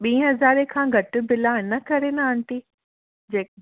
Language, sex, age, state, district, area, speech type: Sindhi, female, 30-45, Gujarat, Surat, urban, conversation